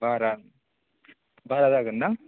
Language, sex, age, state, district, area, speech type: Bodo, male, 18-30, Assam, Kokrajhar, rural, conversation